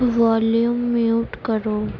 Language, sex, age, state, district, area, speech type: Urdu, female, 18-30, Uttar Pradesh, Gautam Buddha Nagar, rural, read